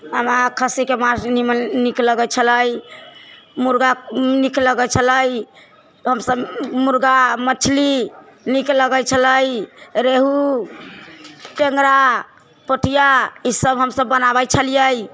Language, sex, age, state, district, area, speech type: Maithili, female, 45-60, Bihar, Sitamarhi, urban, spontaneous